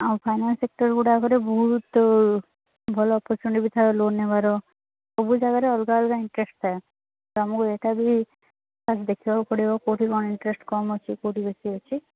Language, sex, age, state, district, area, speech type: Odia, female, 18-30, Odisha, Sundergarh, urban, conversation